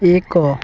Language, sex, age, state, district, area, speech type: Odia, male, 18-30, Odisha, Balangir, urban, read